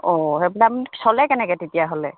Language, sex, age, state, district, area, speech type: Assamese, female, 45-60, Assam, Dibrugarh, rural, conversation